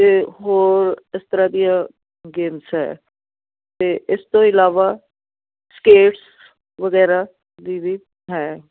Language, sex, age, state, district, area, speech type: Punjabi, female, 60+, Punjab, Firozpur, urban, conversation